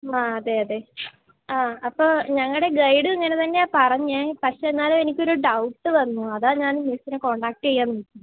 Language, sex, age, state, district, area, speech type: Malayalam, female, 18-30, Kerala, Idukki, rural, conversation